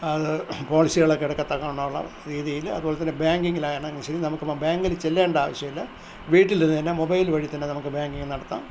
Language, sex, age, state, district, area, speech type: Malayalam, male, 60+, Kerala, Thiruvananthapuram, urban, spontaneous